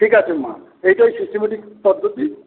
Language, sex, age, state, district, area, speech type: Bengali, male, 60+, West Bengal, Paschim Medinipur, rural, conversation